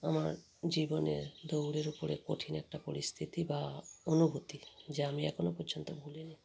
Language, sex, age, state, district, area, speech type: Bengali, female, 30-45, West Bengal, Darjeeling, rural, spontaneous